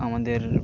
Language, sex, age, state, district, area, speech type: Bengali, male, 18-30, West Bengal, Birbhum, urban, spontaneous